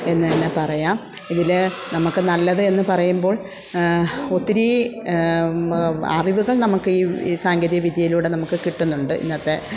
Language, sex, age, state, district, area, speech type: Malayalam, female, 45-60, Kerala, Kollam, rural, spontaneous